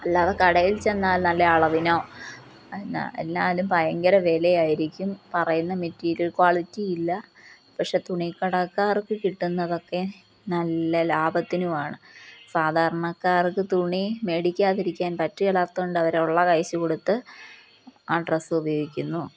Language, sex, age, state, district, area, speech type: Malayalam, female, 30-45, Kerala, Palakkad, rural, spontaneous